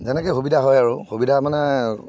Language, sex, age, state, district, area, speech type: Assamese, male, 60+, Assam, Charaideo, urban, spontaneous